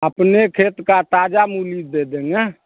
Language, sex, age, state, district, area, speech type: Hindi, male, 60+, Bihar, Darbhanga, urban, conversation